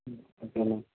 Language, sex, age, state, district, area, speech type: Telugu, male, 18-30, Andhra Pradesh, Nellore, rural, conversation